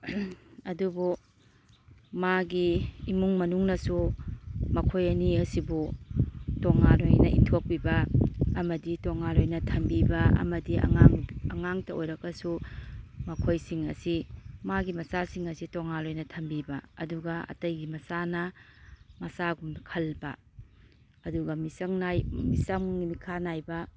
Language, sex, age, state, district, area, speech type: Manipuri, female, 45-60, Manipur, Kakching, rural, spontaneous